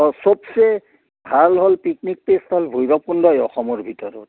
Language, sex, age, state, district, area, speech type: Assamese, male, 60+, Assam, Udalguri, urban, conversation